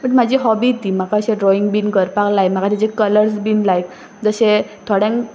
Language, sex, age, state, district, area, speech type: Goan Konkani, female, 18-30, Goa, Pernem, rural, spontaneous